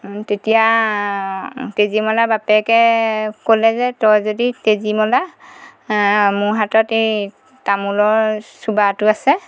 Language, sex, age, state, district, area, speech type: Assamese, female, 30-45, Assam, Golaghat, urban, spontaneous